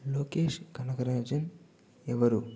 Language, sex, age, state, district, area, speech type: Telugu, male, 18-30, Andhra Pradesh, Chittoor, urban, spontaneous